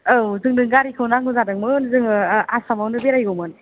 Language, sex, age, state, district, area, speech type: Bodo, female, 18-30, Assam, Chirang, urban, conversation